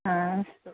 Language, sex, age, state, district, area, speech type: Sanskrit, female, 30-45, Kerala, Kasaragod, rural, conversation